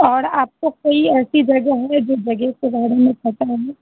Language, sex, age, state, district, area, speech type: Hindi, female, 30-45, Bihar, Muzaffarpur, rural, conversation